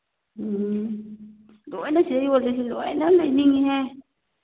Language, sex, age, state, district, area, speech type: Manipuri, female, 45-60, Manipur, Churachandpur, urban, conversation